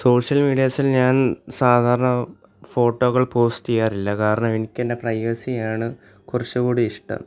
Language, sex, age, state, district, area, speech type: Malayalam, male, 18-30, Kerala, Alappuzha, rural, spontaneous